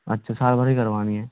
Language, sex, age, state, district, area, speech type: Hindi, male, 45-60, Rajasthan, Karauli, rural, conversation